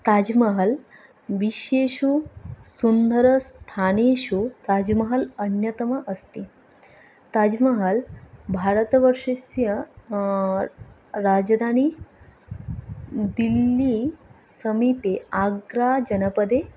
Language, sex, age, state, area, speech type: Sanskrit, female, 18-30, Tripura, rural, spontaneous